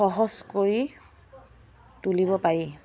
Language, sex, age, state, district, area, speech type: Assamese, female, 45-60, Assam, Dibrugarh, rural, spontaneous